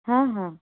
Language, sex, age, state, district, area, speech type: Odia, female, 60+, Odisha, Gajapati, rural, conversation